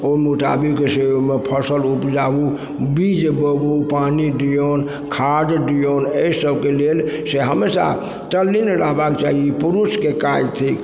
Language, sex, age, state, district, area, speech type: Maithili, male, 60+, Bihar, Supaul, rural, spontaneous